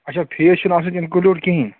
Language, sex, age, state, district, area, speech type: Kashmiri, male, 30-45, Jammu and Kashmir, Anantnag, rural, conversation